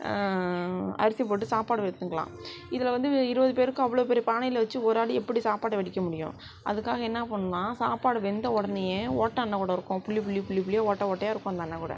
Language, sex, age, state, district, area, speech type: Tamil, female, 60+, Tamil Nadu, Sivaganga, rural, spontaneous